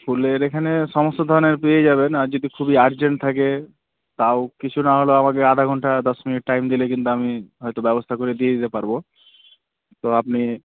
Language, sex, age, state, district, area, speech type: Bengali, male, 18-30, West Bengal, Murshidabad, urban, conversation